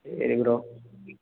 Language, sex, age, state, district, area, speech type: Tamil, male, 18-30, Tamil Nadu, Perambalur, rural, conversation